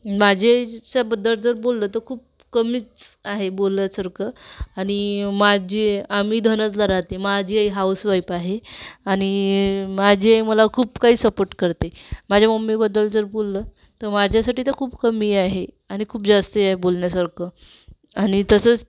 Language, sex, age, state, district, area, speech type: Marathi, female, 45-60, Maharashtra, Amravati, urban, spontaneous